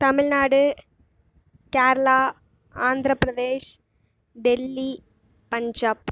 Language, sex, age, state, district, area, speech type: Tamil, female, 18-30, Tamil Nadu, Tiruchirappalli, rural, spontaneous